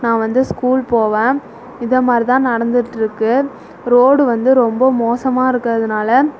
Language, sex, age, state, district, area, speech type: Tamil, female, 45-60, Tamil Nadu, Tiruvarur, rural, spontaneous